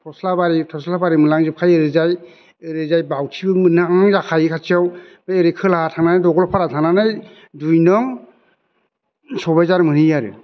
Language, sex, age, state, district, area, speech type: Bodo, male, 45-60, Assam, Chirang, rural, spontaneous